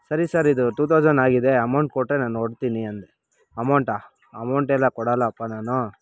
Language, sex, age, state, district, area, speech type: Kannada, male, 30-45, Karnataka, Bangalore Rural, rural, spontaneous